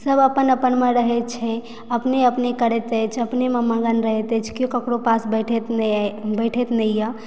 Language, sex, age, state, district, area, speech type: Maithili, female, 18-30, Bihar, Supaul, rural, spontaneous